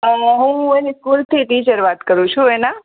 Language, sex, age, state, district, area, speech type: Gujarati, female, 18-30, Gujarat, Morbi, urban, conversation